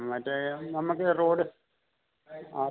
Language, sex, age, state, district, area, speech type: Malayalam, male, 60+, Kerala, Idukki, rural, conversation